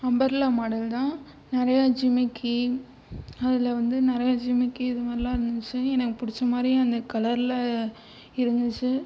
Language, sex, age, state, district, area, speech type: Tamil, female, 18-30, Tamil Nadu, Tiruchirappalli, rural, spontaneous